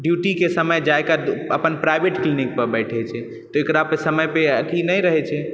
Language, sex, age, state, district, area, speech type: Maithili, male, 18-30, Bihar, Purnia, urban, spontaneous